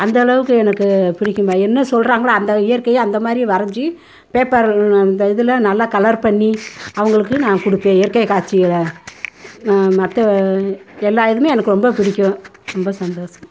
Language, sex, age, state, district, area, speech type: Tamil, female, 60+, Tamil Nadu, Madurai, urban, spontaneous